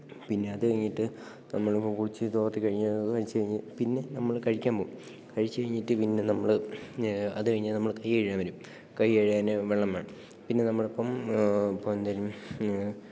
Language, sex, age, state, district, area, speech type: Malayalam, male, 18-30, Kerala, Idukki, rural, spontaneous